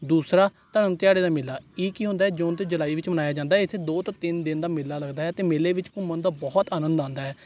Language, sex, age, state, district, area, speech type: Punjabi, male, 18-30, Punjab, Gurdaspur, rural, spontaneous